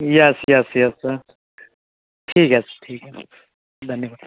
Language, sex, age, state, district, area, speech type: Hindi, male, 30-45, Bihar, Darbhanga, rural, conversation